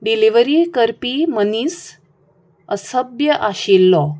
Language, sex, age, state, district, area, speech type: Goan Konkani, female, 45-60, Goa, Salcete, rural, read